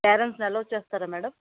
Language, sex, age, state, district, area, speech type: Telugu, female, 60+, Andhra Pradesh, Vizianagaram, rural, conversation